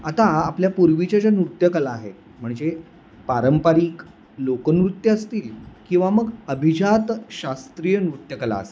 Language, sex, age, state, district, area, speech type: Marathi, male, 30-45, Maharashtra, Sangli, urban, spontaneous